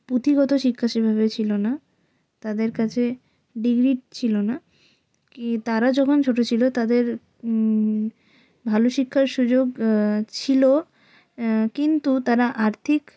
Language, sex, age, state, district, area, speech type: Bengali, female, 18-30, West Bengal, Jalpaiguri, rural, spontaneous